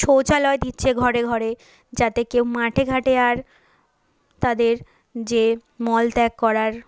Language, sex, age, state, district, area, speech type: Bengali, female, 30-45, West Bengal, South 24 Parganas, rural, spontaneous